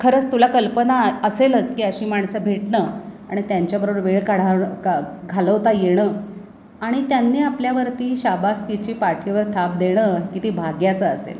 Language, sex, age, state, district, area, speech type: Marathi, female, 45-60, Maharashtra, Pune, urban, spontaneous